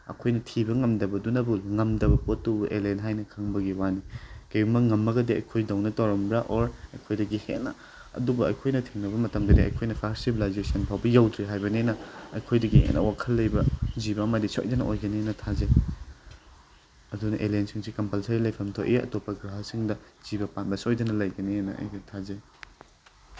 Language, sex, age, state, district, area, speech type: Manipuri, male, 18-30, Manipur, Tengnoupal, urban, spontaneous